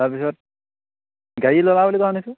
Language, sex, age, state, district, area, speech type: Assamese, male, 18-30, Assam, Dibrugarh, urban, conversation